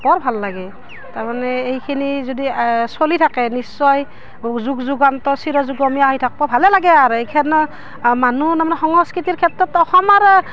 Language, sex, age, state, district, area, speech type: Assamese, female, 30-45, Assam, Barpeta, rural, spontaneous